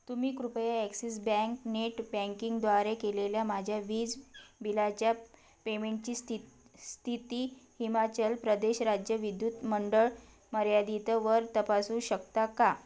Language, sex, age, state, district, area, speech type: Marathi, female, 30-45, Maharashtra, Wardha, rural, read